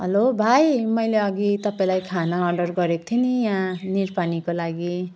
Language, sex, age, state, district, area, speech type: Nepali, female, 30-45, West Bengal, Jalpaiguri, rural, spontaneous